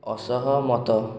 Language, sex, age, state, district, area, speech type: Odia, male, 18-30, Odisha, Puri, urban, read